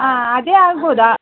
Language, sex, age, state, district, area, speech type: Kannada, female, 45-60, Karnataka, Udupi, rural, conversation